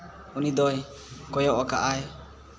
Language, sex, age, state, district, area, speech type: Santali, male, 18-30, Jharkhand, East Singhbhum, rural, spontaneous